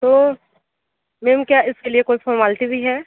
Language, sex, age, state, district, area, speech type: Hindi, female, 30-45, Uttar Pradesh, Sonbhadra, rural, conversation